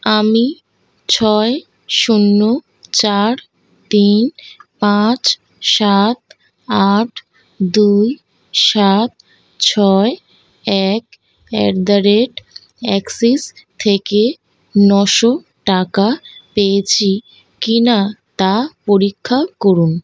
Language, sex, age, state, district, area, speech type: Bengali, female, 18-30, West Bengal, Kolkata, urban, read